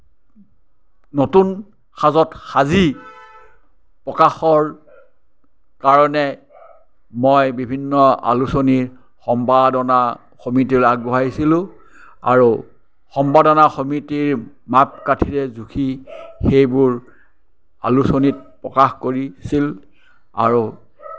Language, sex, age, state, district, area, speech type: Assamese, male, 60+, Assam, Kamrup Metropolitan, urban, spontaneous